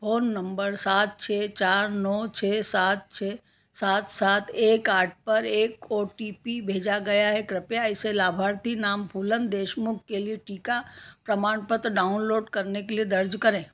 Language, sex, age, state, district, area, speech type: Hindi, female, 60+, Madhya Pradesh, Ujjain, urban, read